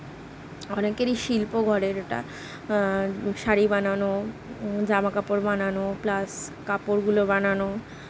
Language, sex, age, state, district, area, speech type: Bengali, female, 18-30, West Bengal, Kolkata, urban, spontaneous